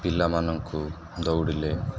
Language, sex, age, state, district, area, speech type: Odia, male, 18-30, Odisha, Sundergarh, urban, spontaneous